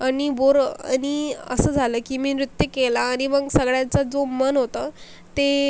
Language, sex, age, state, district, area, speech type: Marathi, female, 18-30, Maharashtra, Akola, rural, spontaneous